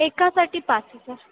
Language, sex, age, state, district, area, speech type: Marathi, female, 18-30, Maharashtra, Sindhudurg, rural, conversation